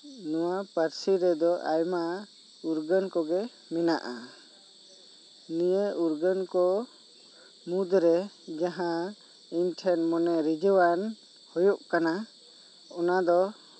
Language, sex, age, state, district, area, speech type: Santali, male, 18-30, West Bengal, Bankura, rural, spontaneous